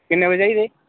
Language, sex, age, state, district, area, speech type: Dogri, male, 30-45, Jammu and Kashmir, Udhampur, rural, conversation